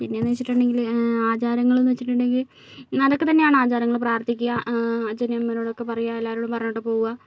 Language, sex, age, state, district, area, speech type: Malayalam, female, 30-45, Kerala, Kozhikode, urban, spontaneous